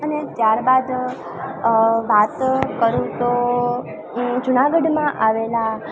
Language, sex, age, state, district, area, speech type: Gujarati, female, 18-30, Gujarat, Junagadh, rural, spontaneous